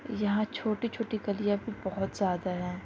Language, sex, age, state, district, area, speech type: Urdu, female, 18-30, Delhi, Central Delhi, urban, spontaneous